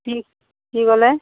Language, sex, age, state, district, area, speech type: Assamese, female, 45-60, Assam, Darrang, rural, conversation